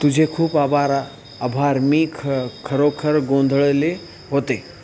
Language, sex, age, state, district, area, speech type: Marathi, male, 18-30, Maharashtra, Nanded, urban, read